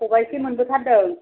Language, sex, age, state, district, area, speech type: Bodo, female, 60+, Assam, Chirang, rural, conversation